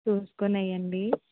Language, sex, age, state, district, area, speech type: Telugu, female, 18-30, Andhra Pradesh, East Godavari, rural, conversation